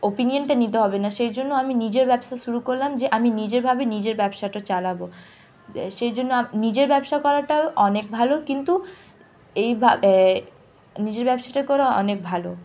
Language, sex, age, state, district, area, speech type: Bengali, female, 18-30, West Bengal, Hooghly, urban, spontaneous